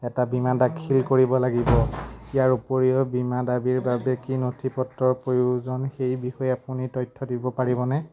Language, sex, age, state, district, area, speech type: Assamese, male, 18-30, Assam, Majuli, urban, read